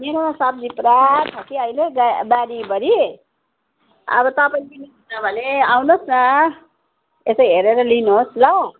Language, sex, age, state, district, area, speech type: Nepali, female, 45-60, West Bengal, Jalpaiguri, urban, conversation